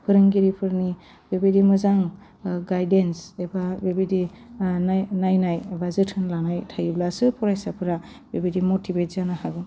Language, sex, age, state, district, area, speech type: Bodo, female, 30-45, Assam, Udalguri, urban, spontaneous